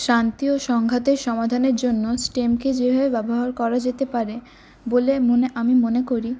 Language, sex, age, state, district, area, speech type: Bengali, female, 18-30, West Bengal, Paschim Bardhaman, urban, spontaneous